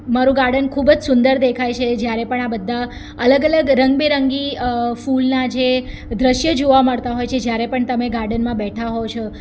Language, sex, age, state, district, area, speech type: Gujarati, female, 30-45, Gujarat, Surat, urban, spontaneous